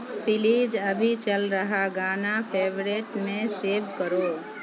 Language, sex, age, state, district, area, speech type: Urdu, female, 45-60, Bihar, Supaul, rural, read